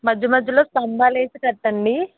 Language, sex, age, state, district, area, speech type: Telugu, female, 30-45, Andhra Pradesh, Kakinada, rural, conversation